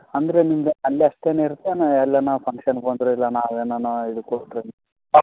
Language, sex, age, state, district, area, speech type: Kannada, male, 45-60, Karnataka, Raichur, rural, conversation